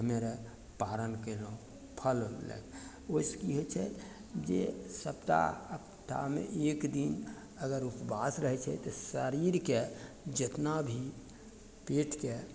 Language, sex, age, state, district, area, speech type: Maithili, male, 60+, Bihar, Begusarai, rural, spontaneous